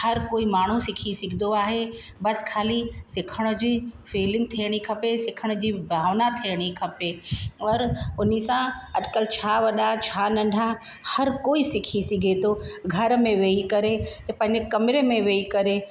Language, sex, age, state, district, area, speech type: Sindhi, female, 45-60, Uttar Pradesh, Lucknow, rural, spontaneous